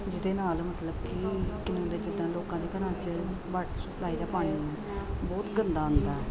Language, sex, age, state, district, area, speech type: Punjabi, female, 30-45, Punjab, Gurdaspur, urban, spontaneous